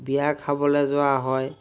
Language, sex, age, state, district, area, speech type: Assamese, male, 30-45, Assam, Majuli, urban, spontaneous